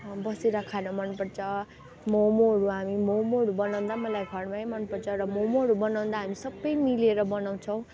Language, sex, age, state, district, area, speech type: Nepali, female, 30-45, West Bengal, Darjeeling, rural, spontaneous